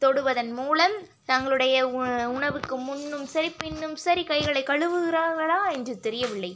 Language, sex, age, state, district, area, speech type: Tamil, female, 18-30, Tamil Nadu, Sivaganga, rural, spontaneous